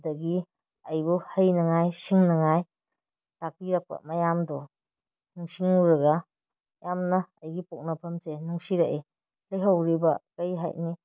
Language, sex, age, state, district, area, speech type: Manipuri, female, 30-45, Manipur, Kakching, rural, spontaneous